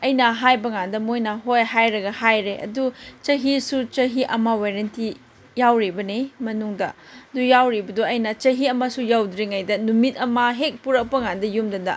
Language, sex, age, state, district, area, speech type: Manipuri, female, 30-45, Manipur, Chandel, rural, spontaneous